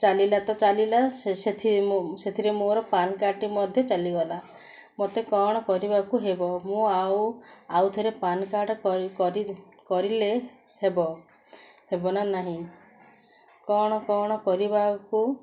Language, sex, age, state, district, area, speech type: Odia, female, 30-45, Odisha, Sundergarh, urban, spontaneous